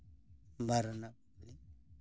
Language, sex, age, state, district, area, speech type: Santali, male, 30-45, West Bengal, Purulia, rural, spontaneous